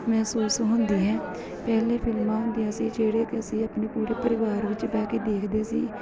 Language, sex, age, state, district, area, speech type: Punjabi, female, 30-45, Punjab, Gurdaspur, urban, spontaneous